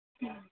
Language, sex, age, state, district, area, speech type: Tamil, female, 45-60, Tamil Nadu, Thanjavur, rural, conversation